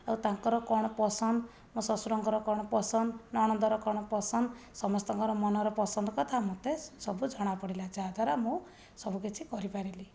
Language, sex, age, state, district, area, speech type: Odia, female, 30-45, Odisha, Jajpur, rural, spontaneous